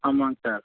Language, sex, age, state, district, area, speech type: Tamil, male, 30-45, Tamil Nadu, Krishnagiri, rural, conversation